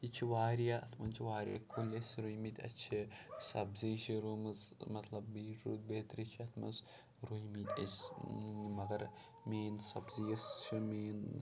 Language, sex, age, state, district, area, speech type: Kashmiri, male, 18-30, Jammu and Kashmir, Pulwama, urban, spontaneous